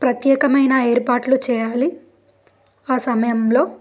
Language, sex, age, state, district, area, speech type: Telugu, female, 18-30, Telangana, Bhadradri Kothagudem, rural, spontaneous